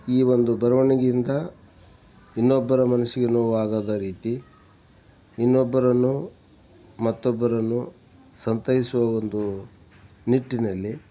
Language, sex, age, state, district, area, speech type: Kannada, male, 45-60, Karnataka, Koppal, rural, spontaneous